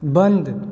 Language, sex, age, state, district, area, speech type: Maithili, male, 30-45, Bihar, Supaul, rural, read